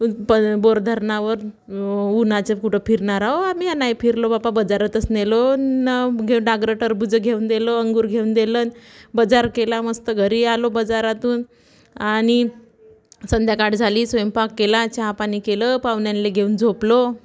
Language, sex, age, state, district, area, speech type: Marathi, female, 30-45, Maharashtra, Wardha, rural, spontaneous